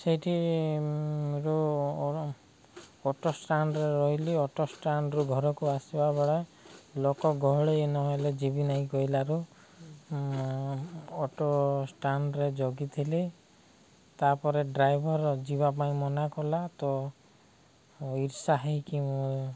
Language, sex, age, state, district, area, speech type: Odia, male, 30-45, Odisha, Koraput, urban, spontaneous